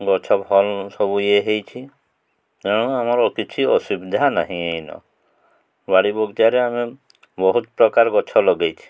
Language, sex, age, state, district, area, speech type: Odia, male, 45-60, Odisha, Mayurbhanj, rural, spontaneous